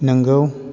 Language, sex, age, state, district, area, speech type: Bodo, male, 60+, Assam, Chirang, rural, read